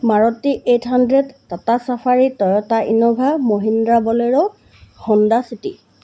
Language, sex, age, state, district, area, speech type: Assamese, female, 45-60, Assam, Golaghat, urban, spontaneous